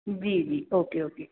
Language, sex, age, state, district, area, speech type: Hindi, female, 30-45, Madhya Pradesh, Hoshangabad, urban, conversation